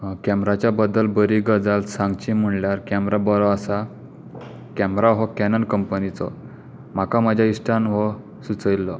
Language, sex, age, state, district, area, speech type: Goan Konkani, male, 18-30, Goa, Tiswadi, rural, spontaneous